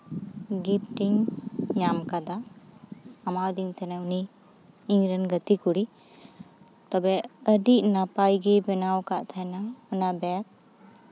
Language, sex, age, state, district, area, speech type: Santali, female, 18-30, West Bengal, Paschim Bardhaman, rural, spontaneous